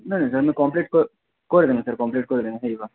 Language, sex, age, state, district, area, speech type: Odia, male, 45-60, Odisha, Nuapada, urban, conversation